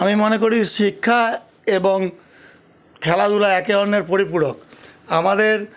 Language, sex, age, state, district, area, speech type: Bengali, male, 60+, West Bengal, Paschim Bardhaman, urban, spontaneous